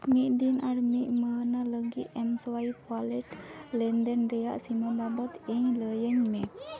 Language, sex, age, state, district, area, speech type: Santali, female, 18-30, West Bengal, Dakshin Dinajpur, rural, read